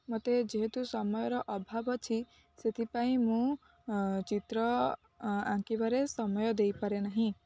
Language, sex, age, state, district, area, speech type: Odia, female, 18-30, Odisha, Jagatsinghpur, urban, spontaneous